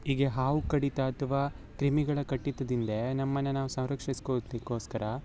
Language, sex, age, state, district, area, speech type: Kannada, male, 18-30, Karnataka, Uttara Kannada, rural, spontaneous